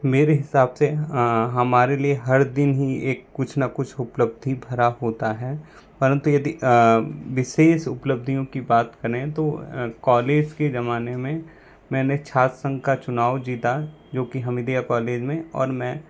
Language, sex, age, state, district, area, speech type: Hindi, male, 30-45, Madhya Pradesh, Bhopal, urban, spontaneous